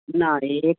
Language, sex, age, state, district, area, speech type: Sanskrit, female, 45-60, Karnataka, Dakshina Kannada, urban, conversation